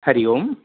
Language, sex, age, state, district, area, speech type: Sanskrit, male, 45-60, Telangana, Ranga Reddy, urban, conversation